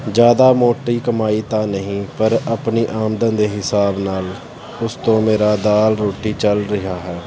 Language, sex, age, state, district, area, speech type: Punjabi, male, 30-45, Punjab, Pathankot, urban, spontaneous